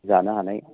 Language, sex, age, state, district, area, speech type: Bodo, male, 45-60, Assam, Baksa, urban, conversation